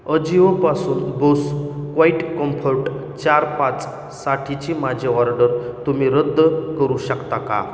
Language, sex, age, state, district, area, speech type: Marathi, male, 18-30, Maharashtra, Osmanabad, rural, read